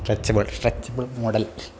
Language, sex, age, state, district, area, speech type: Malayalam, male, 30-45, Kerala, Malappuram, rural, spontaneous